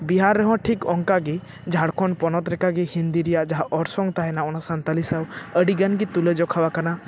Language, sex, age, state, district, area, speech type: Santali, male, 18-30, West Bengal, Purba Bardhaman, rural, spontaneous